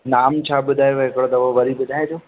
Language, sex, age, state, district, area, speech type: Sindhi, male, 18-30, Madhya Pradesh, Katni, rural, conversation